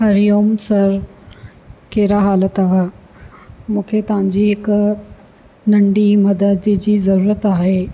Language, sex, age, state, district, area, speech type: Sindhi, female, 45-60, Rajasthan, Ajmer, urban, spontaneous